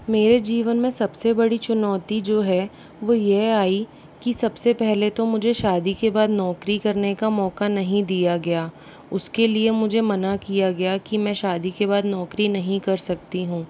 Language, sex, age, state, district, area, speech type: Hindi, female, 60+, Rajasthan, Jaipur, urban, spontaneous